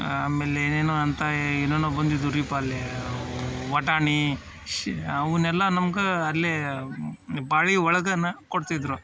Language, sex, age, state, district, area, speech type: Kannada, male, 30-45, Karnataka, Dharwad, urban, spontaneous